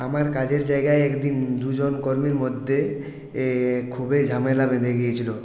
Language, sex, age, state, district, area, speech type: Bengali, male, 18-30, West Bengal, Purulia, urban, spontaneous